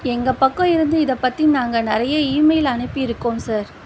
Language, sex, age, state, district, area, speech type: Tamil, female, 30-45, Tamil Nadu, Tiruvallur, urban, read